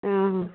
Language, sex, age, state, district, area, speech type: Assamese, female, 60+, Assam, Dibrugarh, rural, conversation